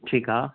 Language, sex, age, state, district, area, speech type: Sindhi, male, 60+, Rajasthan, Ajmer, urban, conversation